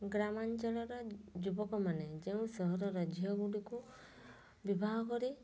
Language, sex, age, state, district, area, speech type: Odia, female, 30-45, Odisha, Mayurbhanj, rural, spontaneous